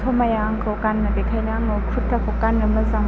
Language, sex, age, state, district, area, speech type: Bodo, female, 18-30, Assam, Chirang, urban, spontaneous